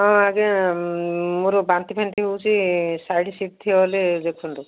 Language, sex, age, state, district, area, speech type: Odia, female, 60+, Odisha, Gajapati, rural, conversation